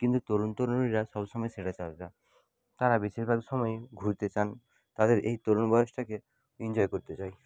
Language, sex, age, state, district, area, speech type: Bengali, male, 60+, West Bengal, Jhargram, rural, spontaneous